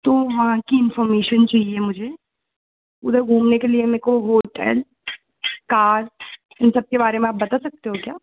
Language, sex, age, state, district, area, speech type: Hindi, female, 18-30, Madhya Pradesh, Hoshangabad, urban, conversation